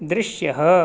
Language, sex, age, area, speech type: Sanskrit, male, 30-45, urban, read